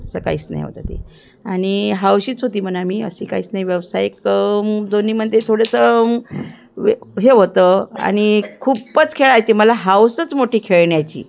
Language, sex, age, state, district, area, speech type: Marathi, female, 60+, Maharashtra, Thane, rural, spontaneous